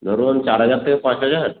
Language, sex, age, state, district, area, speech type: Bengali, male, 18-30, West Bengal, Purulia, rural, conversation